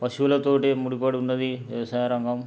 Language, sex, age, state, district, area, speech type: Telugu, male, 45-60, Telangana, Nalgonda, rural, spontaneous